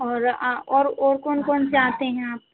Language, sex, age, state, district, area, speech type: Hindi, female, 18-30, Madhya Pradesh, Hoshangabad, urban, conversation